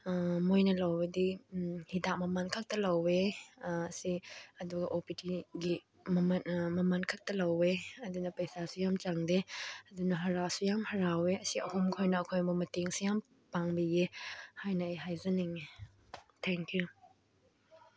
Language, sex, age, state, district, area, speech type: Manipuri, female, 18-30, Manipur, Chandel, rural, spontaneous